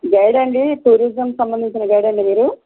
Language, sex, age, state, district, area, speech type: Telugu, female, 60+, Andhra Pradesh, West Godavari, rural, conversation